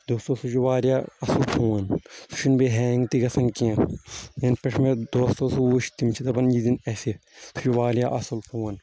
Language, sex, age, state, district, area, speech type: Kashmiri, male, 18-30, Jammu and Kashmir, Shopian, rural, spontaneous